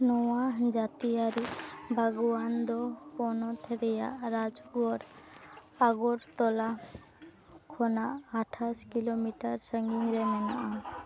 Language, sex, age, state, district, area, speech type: Santali, female, 18-30, West Bengal, Dakshin Dinajpur, rural, read